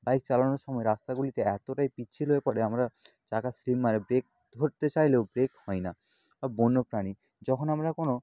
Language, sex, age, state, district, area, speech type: Bengali, male, 30-45, West Bengal, Nadia, rural, spontaneous